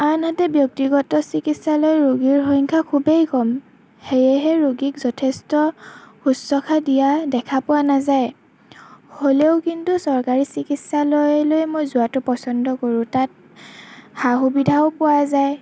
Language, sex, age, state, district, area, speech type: Assamese, female, 18-30, Assam, Lakhimpur, rural, spontaneous